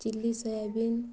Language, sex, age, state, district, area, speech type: Odia, female, 18-30, Odisha, Mayurbhanj, rural, spontaneous